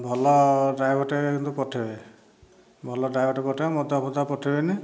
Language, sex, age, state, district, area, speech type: Odia, male, 60+, Odisha, Dhenkanal, rural, spontaneous